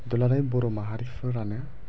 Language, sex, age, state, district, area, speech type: Bodo, male, 18-30, Assam, Chirang, rural, spontaneous